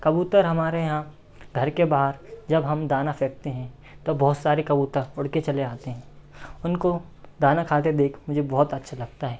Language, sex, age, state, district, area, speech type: Hindi, male, 18-30, Madhya Pradesh, Seoni, urban, spontaneous